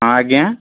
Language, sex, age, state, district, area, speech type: Odia, male, 60+, Odisha, Bhadrak, rural, conversation